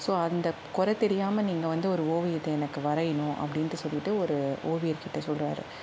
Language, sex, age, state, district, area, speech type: Tamil, female, 45-60, Tamil Nadu, Chennai, urban, spontaneous